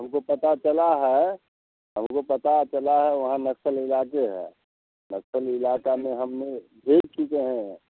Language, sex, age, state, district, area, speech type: Hindi, male, 60+, Bihar, Samastipur, urban, conversation